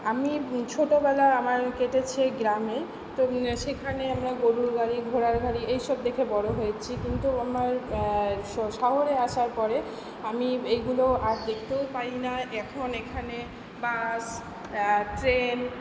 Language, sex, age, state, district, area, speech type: Bengali, female, 60+, West Bengal, Purba Bardhaman, urban, spontaneous